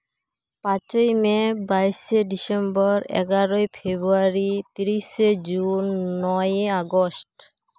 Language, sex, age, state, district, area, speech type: Santali, female, 30-45, West Bengal, Uttar Dinajpur, rural, spontaneous